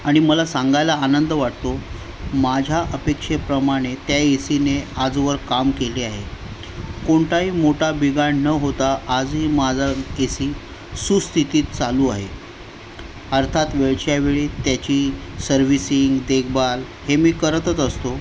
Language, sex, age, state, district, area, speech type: Marathi, male, 45-60, Maharashtra, Raigad, urban, spontaneous